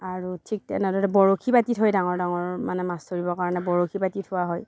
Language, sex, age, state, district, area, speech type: Assamese, female, 45-60, Assam, Darrang, rural, spontaneous